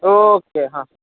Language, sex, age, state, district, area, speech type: Gujarati, male, 18-30, Gujarat, Anand, rural, conversation